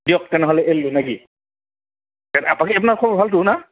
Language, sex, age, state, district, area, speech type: Assamese, male, 45-60, Assam, Goalpara, urban, conversation